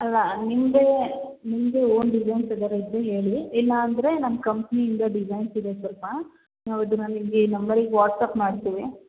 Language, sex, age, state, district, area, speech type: Kannada, female, 18-30, Karnataka, Hassan, urban, conversation